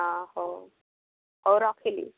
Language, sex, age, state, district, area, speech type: Odia, female, 18-30, Odisha, Ganjam, urban, conversation